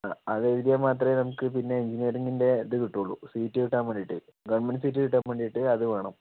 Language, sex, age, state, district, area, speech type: Malayalam, male, 45-60, Kerala, Palakkad, rural, conversation